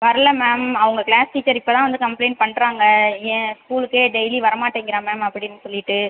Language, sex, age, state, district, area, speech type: Tamil, female, 18-30, Tamil Nadu, Pudukkottai, rural, conversation